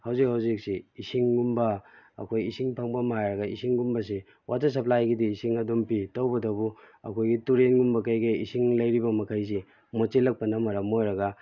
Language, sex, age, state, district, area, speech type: Manipuri, male, 30-45, Manipur, Kakching, rural, spontaneous